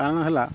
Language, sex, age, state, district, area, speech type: Odia, male, 30-45, Odisha, Kendrapara, urban, spontaneous